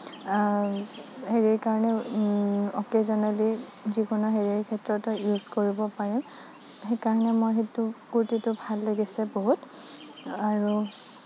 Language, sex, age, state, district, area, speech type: Assamese, female, 30-45, Assam, Nagaon, rural, spontaneous